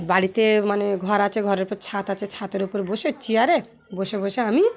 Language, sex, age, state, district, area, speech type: Bengali, female, 45-60, West Bengal, Dakshin Dinajpur, urban, spontaneous